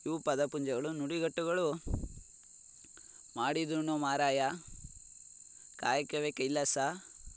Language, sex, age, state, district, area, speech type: Kannada, male, 45-60, Karnataka, Tumkur, rural, spontaneous